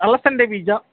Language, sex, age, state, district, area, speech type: Kannada, male, 45-60, Karnataka, Dakshina Kannada, urban, conversation